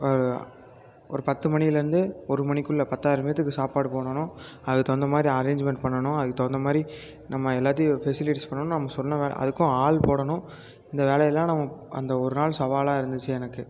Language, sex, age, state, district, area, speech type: Tamil, male, 18-30, Tamil Nadu, Tiruppur, rural, spontaneous